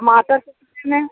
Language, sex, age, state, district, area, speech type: Hindi, female, 60+, Uttar Pradesh, Prayagraj, urban, conversation